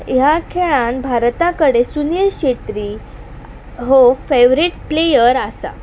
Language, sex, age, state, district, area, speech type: Goan Konkani, female, 18-30, Goa, Pernem, rural, spontaneous